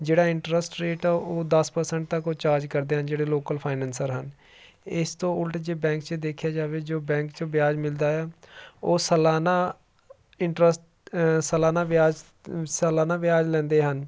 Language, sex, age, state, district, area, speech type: Punjabi, male, 30-45, Punjab, Jalandhar, urban, spontaneous